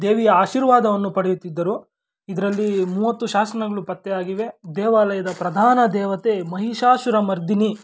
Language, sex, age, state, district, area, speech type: Kannada, male, 18-30, Karnataka, Kolar, rural, spontaneous